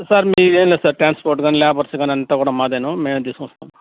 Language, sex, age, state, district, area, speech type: Telugu, male, 30-45, Andhra Pradesh, Nellore, urban, conversation